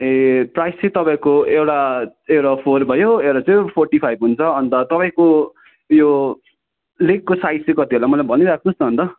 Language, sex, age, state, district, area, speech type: Nepali, male, 30-45, West Bengal, Darjeeling, rural, conversation